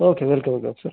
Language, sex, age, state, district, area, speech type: Marathi, male, 30-45, Maharashtra, Raigad, rural, conversation